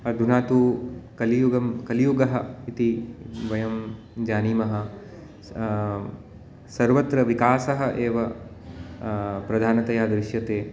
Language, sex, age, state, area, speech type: Sanskrit, male, 30-45, Uttar Pradesh, urban, spontaneous